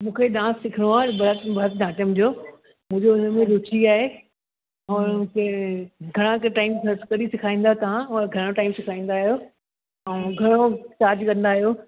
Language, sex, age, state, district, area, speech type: Sindhi, female, 60+, Delhi, South Delhi, urban, conversation